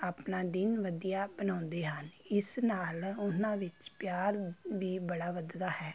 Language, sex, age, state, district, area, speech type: Punjabi, female, 30-45, Punjab, Amritsar, urban, spontaneous